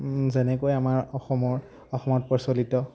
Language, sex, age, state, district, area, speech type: Assamese, male, 18-30, Assam, Majuli, urban, spontaneous